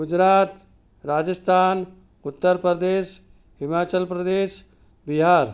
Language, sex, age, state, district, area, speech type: Gujarati, male, 60+, Gujarat, Ahmedabad, urban, spontaneous